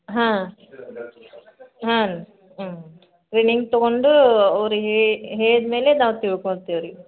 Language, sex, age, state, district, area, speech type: Kannada, female, 60+, Karnataka, Belgaum, urban, conversation